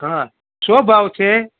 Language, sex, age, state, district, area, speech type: Gujarati, male, 45-60, Gujarat, Kheda, rural, conversation